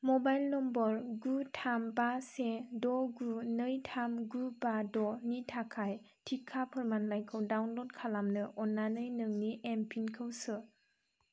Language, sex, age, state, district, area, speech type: Bodo, female, 18-30, Assam, Chirang, rural, read